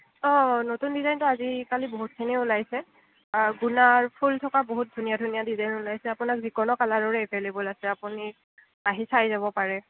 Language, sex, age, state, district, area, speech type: Assamese, female, 18-30, Assam, Kamrup Metropolitan, urban, conversation